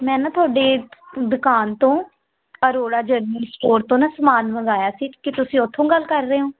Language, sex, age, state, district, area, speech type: Punjabi, female, 18-30, Punjab, Patiala, urban, conversation